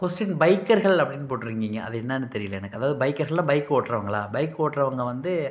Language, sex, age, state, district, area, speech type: Tamil, male, 45-60, Tamil Nadu, Thanjavur, rural, spontaneous